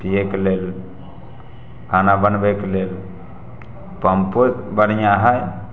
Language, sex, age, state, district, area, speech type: Maithili, male, 30-45, Bihar, Samastipur, rural, spontaneous